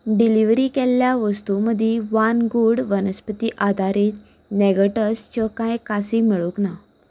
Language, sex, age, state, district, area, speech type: Goan Konkani, female, 18-30, Goa, Canacona, rural, read